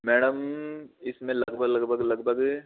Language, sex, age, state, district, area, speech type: Hindi, male, 60+, Rajasthan, Jaipur, urban, conversation